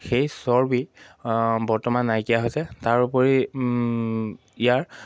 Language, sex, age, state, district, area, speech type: Assamese, male, 18-30, Assam, Majuli, urban, spontaneous